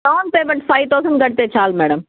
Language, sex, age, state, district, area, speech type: Telugu, female, 60+, Andhra Pradesh, Chittoor, rural, conversation